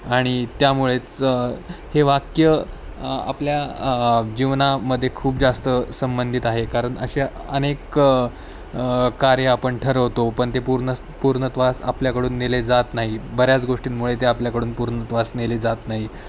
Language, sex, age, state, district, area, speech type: Marathi, male, 18-30, Maharashtra, Nanded, rural, spontaneous